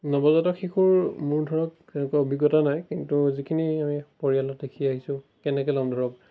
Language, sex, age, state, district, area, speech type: Assamese, male, 18-30, Assam, Biswanath, rural, spontaneous